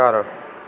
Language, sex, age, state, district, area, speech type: Punjabi, male, 18-30, Punjab, Bathinda, rural, read